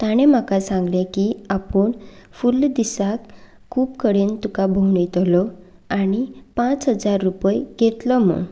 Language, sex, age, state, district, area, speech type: Goan Konkani, female, 18-30, Goa, Canacona, rural, spontaneous